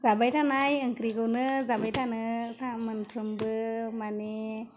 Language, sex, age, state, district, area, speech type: Bodo, female, 30-45, Assam, Udalguri, rural, spontaneous